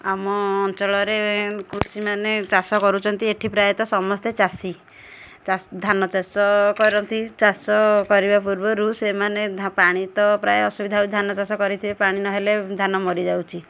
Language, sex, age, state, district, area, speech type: Odia, female, 30-45, Odisha, Kendujhar, urban, spontaneous